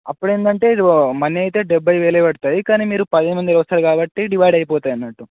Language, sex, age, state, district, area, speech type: Telugu, male, 18-30, Telangana, Nagarkurnool, urban, conversation